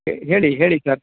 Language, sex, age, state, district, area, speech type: Kannada, male, 30-45, Karnataka, Udupi, rural, conversation